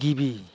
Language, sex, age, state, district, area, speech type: Bodo, male, 45-60, Assam, Kokrajhar, rural, spontaneous